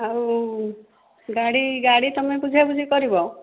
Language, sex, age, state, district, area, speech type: Odia, female, 60+, Odisha, Jharsuguda, rural, conversation